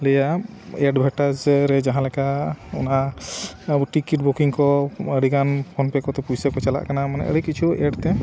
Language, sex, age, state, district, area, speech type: Santali, male, 30-45, Jharkhand, Bokaro, rural, spontaneous